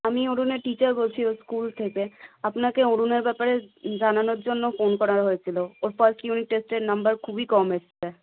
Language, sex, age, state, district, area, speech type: Bengali, female, 18-30, West Bengal, Malda, rural, conversation